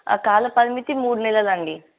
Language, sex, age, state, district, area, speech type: Telugu, female, 18-30, Telangana, Nizamabad, urban, conversation